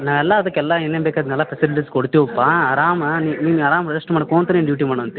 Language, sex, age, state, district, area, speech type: Kannada, male, 45-60, Karnataka, Belgaum, rural, conversation